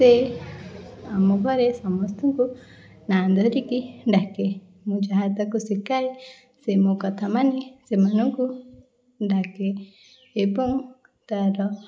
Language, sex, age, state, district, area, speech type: Odia, female, 18-30, Odisha, Puri, urban, spontaneous